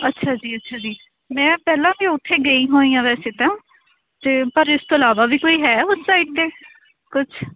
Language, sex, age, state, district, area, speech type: Punjabi, female, 18-30, Punjab, Hoshiarpur, urban, conversation